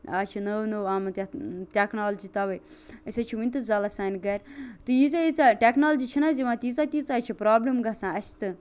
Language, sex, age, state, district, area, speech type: Kashmiri, female, 30-45, Jammu and Kashmir, Bandipora, rural, spontaneous